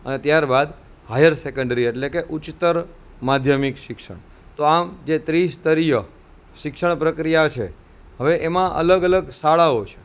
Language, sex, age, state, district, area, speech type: Gujarati, male, 30-45, Gujarat, Junagadh, urban, spontaneous